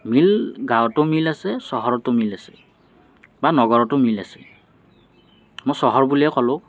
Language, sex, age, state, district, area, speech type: Assamese, male, 30-45, Assam, Morigaon, rural, spontaneous